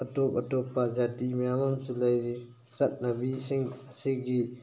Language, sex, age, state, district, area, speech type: Manipuri, male, 18-30, Manipur, Thoubal, rural, spontaneous